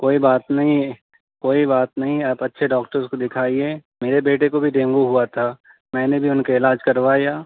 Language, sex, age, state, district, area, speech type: Urdu, male, 18-30, Delhi, South Delhi, urban, conversation